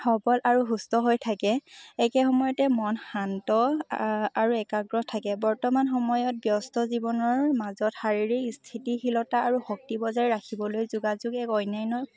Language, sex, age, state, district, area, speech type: Assamese, female, 18-30, Assam, Lakhimpur, urban, spontaneous